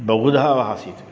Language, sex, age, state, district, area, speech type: Sanskrit, male, 60+, Tamil Nadu, Tiruchirappalli, urban, spontaneous